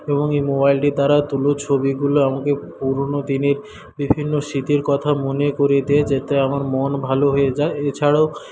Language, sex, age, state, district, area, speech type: Bengali, male, 18-30, West Bengal, Paschim Medinipur, rural, spontaneous